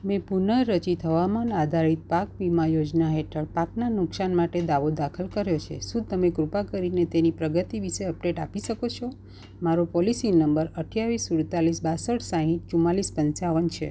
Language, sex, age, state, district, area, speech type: Gujarati, female, 45-60, Gujarat, Surat, urban, read